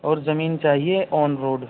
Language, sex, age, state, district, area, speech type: Urdu, male, 18-30, Uttar Pradesh, Saharanpur, urban, conversation